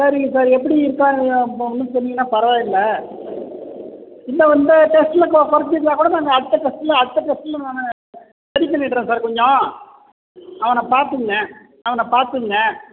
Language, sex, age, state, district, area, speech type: Tamil, male, 45-60, Tamil Nadu, Cuddalore, urban, conversation